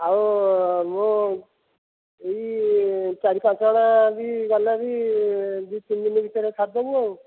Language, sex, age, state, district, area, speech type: Odia, male, 45-60, Odisha, Dhenkanal, rural, conversation